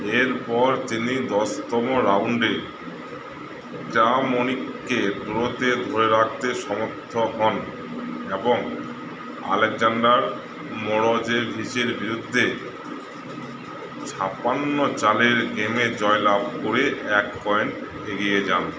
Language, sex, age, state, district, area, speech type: Bengali, male, 30-45, West Bengal, Uttar Dinajpur, urban, read